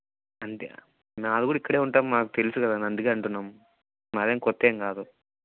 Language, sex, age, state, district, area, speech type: Telugu, male, 18-30, Andhra Pradesh, Kadapa, rural, conversation